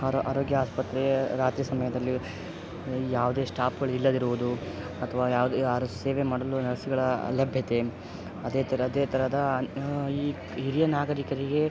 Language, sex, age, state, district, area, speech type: Kannada, male, 18-30, Karnataka, Koppal, rural, spontaneous